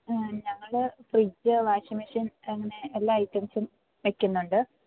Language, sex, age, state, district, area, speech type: Malayalam, female, 18-30, Kerala, Idukki, rural, conversation